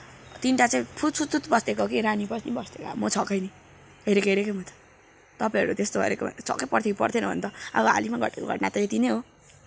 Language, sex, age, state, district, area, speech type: Nepali, male, 18-30, West Bengal, Kalimpong, rural, spontaneous